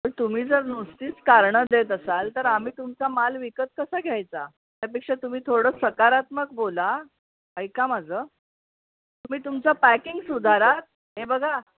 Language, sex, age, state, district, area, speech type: Marathi, female, 60+, Maharashtra, Mumbai Suburban, urban, conversation